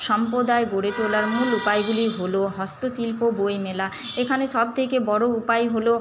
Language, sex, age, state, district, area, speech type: Bengali, female, 30-45, West Bengal, Paschim Bardhaman, urban, spontaneous